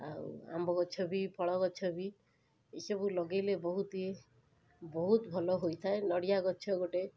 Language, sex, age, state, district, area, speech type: Odia, female, 30-45, Odisha, Cuttack, urban, spontaneous